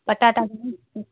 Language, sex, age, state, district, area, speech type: Sindhi, female, 18-30, Gujarat, Junagadh, rural, conversation